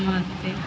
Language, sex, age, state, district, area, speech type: Kannada, female, 30-45, Karnataka, Vijayanagara, rural, spontaneous